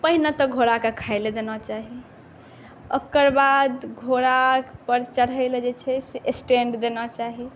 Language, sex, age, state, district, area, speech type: Maithili, female, 18-30, Bihar, Saharsa, urban, spontaneous